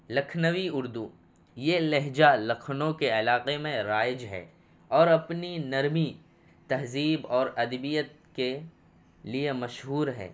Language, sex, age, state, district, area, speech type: Urdu, male, 18-30, Bihar, Purnia, rural, spontaneous